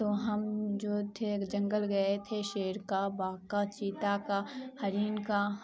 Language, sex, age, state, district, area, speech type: Urdu, female, 18-30, Bihar, Khagaria, rural, spontaneous